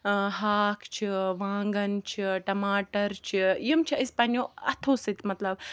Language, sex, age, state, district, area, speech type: Kashmiri, female, 30-45, Jammu and Kashmir, Ganderbal, rural, spontaneous